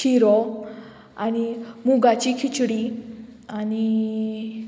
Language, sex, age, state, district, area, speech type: Goan Konkani, female, 18-30, Goa, Murmgao, urban, spontaneous